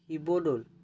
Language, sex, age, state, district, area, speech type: Assamese, male, 30-45, Assam, Majuli, urban, spontaneous